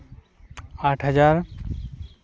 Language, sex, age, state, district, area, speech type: Santali, male, 18-30, West Bengal, Purba Bardhaman, rural, spontaneous